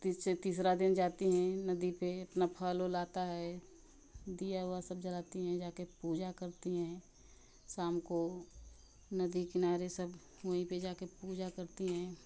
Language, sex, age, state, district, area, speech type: Hindi, female, 30-45, Uttar Pradesh, Ghazipur, rural, spontaneous